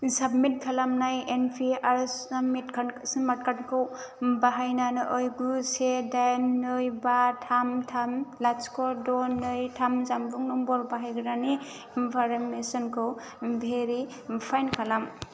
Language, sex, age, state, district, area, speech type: Bodo, female, 30-45, Assam, Chirang, rural, read